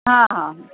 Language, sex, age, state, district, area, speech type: Marathi, female, 30-45, Maharashtra, Jalna, urban, conversation